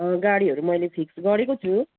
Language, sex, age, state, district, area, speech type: Nepali, female, 45-60, West Bengal, Jalpaiguri, rural, conversation